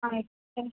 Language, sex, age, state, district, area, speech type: Bengali, female, 18-30, West Bengal, Kolkata, urban, conversation